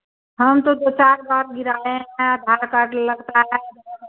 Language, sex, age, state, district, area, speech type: Hindi, female, 45-60, Bihar, Madhepura, rural, conversation